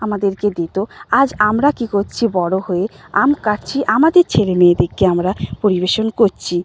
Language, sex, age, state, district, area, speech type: Bengali, female, 45-60, West Bengal, Purba Medinipur, rural, spontaneous